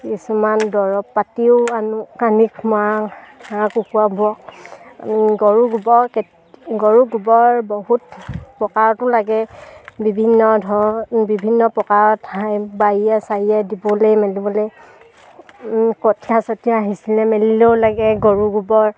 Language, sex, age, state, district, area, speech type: Assamese, female, 18-30, Assam, Sivasagar, rural, spontaneous